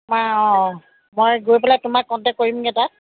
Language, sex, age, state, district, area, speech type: Assamese, female, 30-45, Assam, Sivasagar, rural, conversation